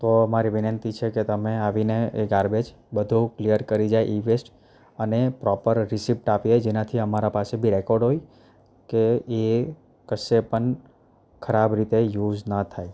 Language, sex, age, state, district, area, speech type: Gujarati, male, 30-45, Gujarat, Valsad, rural, spontaneous